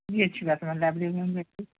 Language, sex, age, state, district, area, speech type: Urdu, other, 60+, Telangana, Hyderabad, urban, conversation